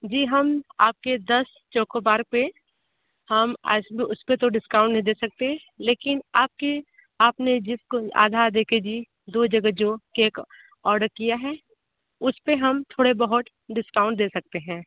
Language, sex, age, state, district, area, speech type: Hindi, female, 30-45, Uttar Pradesh, Sonbhadra, rural, conversation